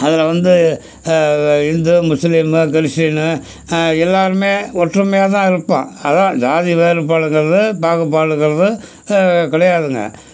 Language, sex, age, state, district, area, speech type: Tamil, male, 60+, Tamil Nadu, Tiruchirappalli, rural, spontaneous